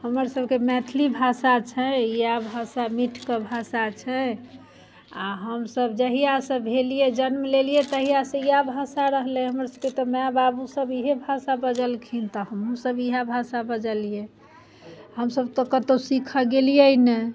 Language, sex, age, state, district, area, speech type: Maithili, female, 45-60, Bihar, Muzaffarpur, urban, spontaneous